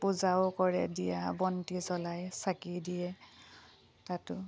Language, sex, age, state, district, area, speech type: Assamese, female, 30-45, Assam, Kamrup Metropolitan, urban, spontaneous